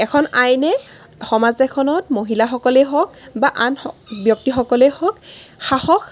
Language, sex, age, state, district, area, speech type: Assamese, female, 18-30, Assam, Golaghat, urban, spontaneous